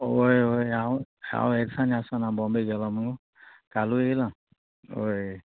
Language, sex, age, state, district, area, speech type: Goan Konkani, male, 45-60, Goa, Murmgao, rural, conversation